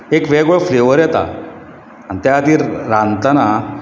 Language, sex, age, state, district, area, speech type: Goan Konkani, male, 45-60, Goa, Bardez, urban, spontaneous